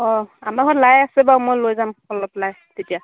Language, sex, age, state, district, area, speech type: Assamese, female, 18-30, Assam, Dhemaji, rural, conversation